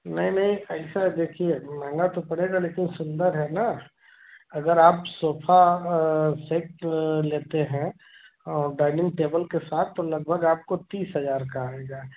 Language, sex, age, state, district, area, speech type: Hindi, male, 45-60, Uttar Pradesh, Chandauli, urban, conversation